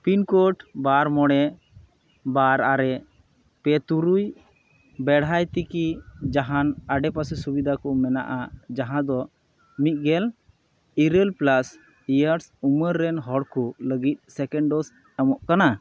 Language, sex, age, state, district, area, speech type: Santali, male, 30-45, West Bengal, Malda, rural, read